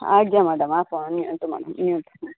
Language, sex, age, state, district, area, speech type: Odia, female, 45-60, Odisha, Balasore, rural, conversation